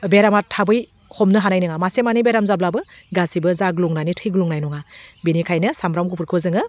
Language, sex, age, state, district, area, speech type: Bodo, female, 30-45, Assam, Udalguri, urban, spontaneous